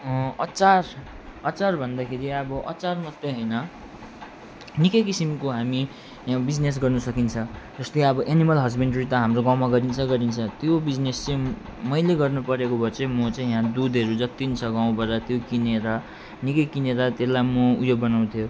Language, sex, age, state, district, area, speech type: Nepali, male, 45-60, West Bengal, Alipurduar, urban, spontaneous